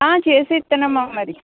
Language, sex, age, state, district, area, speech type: Telugu, female, 30-45, Andhra Pradesh, Palnadu, urban, conversation